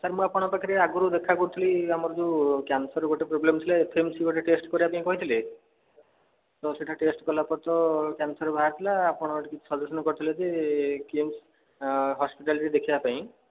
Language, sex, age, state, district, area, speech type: Odia, male, 30-45, Odisha, Khordha, rural, conversation